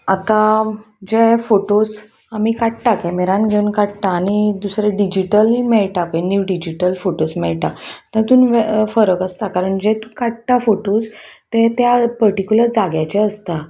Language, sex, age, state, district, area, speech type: Goan Konkani, female, 30-45, Goa, Salcete, rural, spontaneous